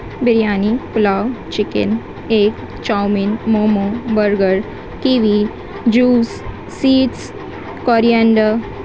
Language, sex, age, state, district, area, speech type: Urdu, female, 18-30, West Bengal, Kolkata, urban, spontaneous